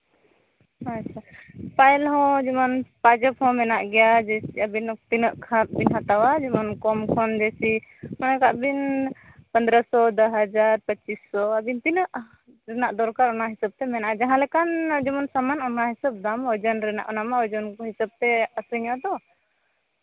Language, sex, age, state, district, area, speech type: Santali, female, 30-45, Jharkhand, East Singhbhum, rural, conversation